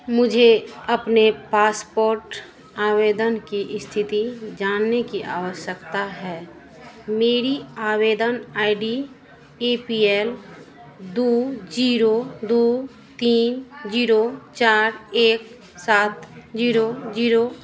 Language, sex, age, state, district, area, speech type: Hindi, female, 45-60, Bihar, Madhepura, rural, read